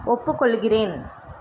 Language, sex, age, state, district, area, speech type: Tamil, female, 30-45, Tamil Nadu, Tiruvallur, urban, read